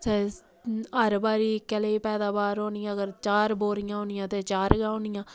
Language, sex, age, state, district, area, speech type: Dogri, female, 30-45, Jammu and Kashmir, Samba, rural, spontaneous